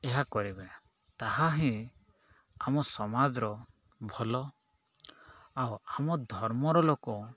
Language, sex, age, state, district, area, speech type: Odia, male, 18-30, Odisha, Koraput, urban, spontaneous